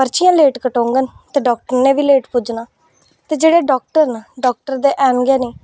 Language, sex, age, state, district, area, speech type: Dogri, female, 18-30, Jammu and Kashmir, Reasi, rural, spontaneous